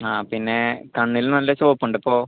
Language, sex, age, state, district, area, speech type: Malayalam, male, 18-30, Kerala, Thrissur, rural, conversation